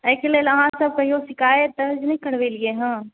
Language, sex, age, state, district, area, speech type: Maithili, female, 18-30, Bihar, Supaul, urban, conversation